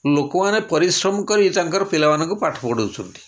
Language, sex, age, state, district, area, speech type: Odia, male, 60+, Odisha, Puri, urban, spontaneous